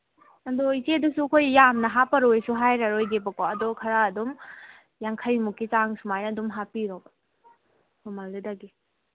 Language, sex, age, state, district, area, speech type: Manipuri, female, 18-30, Manipur, Kangpokpi, urban, conversation